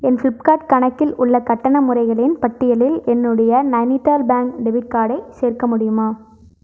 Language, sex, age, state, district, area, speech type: Tamil, female, 18-30, Tamil Nadu, Erode, urban, read